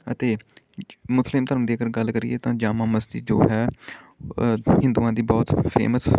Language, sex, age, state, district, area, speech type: Punjabi, male, 18-30, Punjab, Amritsar, urban, spontaneous